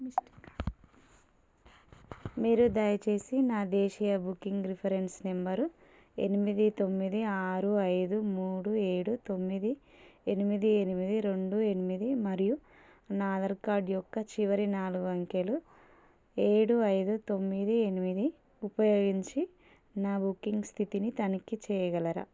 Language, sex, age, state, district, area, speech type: Telugu, female, 30-45, Telangana, Warangal, rural, read